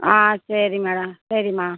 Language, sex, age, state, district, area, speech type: Tamil, female, 45-60, Tamil Nadu, Tiruchirappalli, rural, conversation